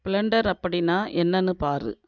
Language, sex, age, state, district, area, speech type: Tamil, female, 45-60, Tamil Nadu, Viluppuram, urban, read